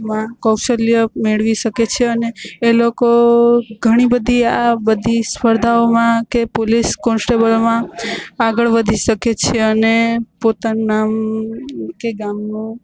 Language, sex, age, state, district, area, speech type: Gujarati, female, 18-30, Gujarat, Valsad, rural, spontaneous